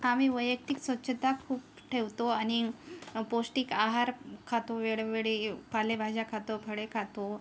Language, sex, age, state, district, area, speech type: Marathi, female, 30-45, Maharashtra, Yavatmal, rural, spontaneous